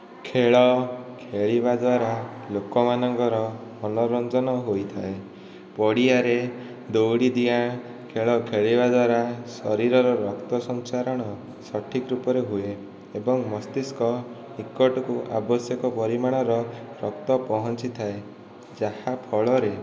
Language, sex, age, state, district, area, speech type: Odia, male, 18-30, Odisha, Dhenkanal, rural, spontaneous